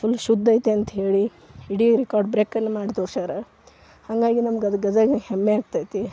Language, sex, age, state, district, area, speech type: Kannada, female, 30-45, Karnataka, Gadag, rural, spontaneous